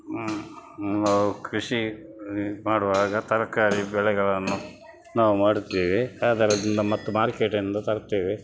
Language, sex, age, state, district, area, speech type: Kannada, male, 60+, Karnataka, Dakshina Kannada, rural, spontaneous